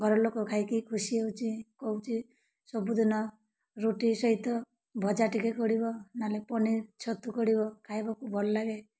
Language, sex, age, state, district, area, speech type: Odia, female, 30-45, Odisha, Malkangiri, urban, spontaneous